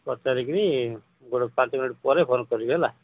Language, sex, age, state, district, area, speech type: Odia, male, 45-60, Odisha, Malkangiri, urban, conversation